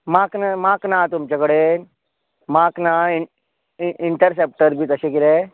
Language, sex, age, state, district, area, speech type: Goan Konkani, male, 18-30, Goa, Tiswadi, rural, conversation